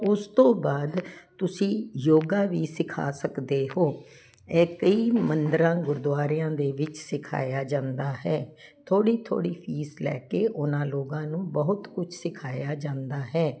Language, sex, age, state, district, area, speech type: Punjabi, female, 60+, Punjab, Jalandhar, urban, spontaneous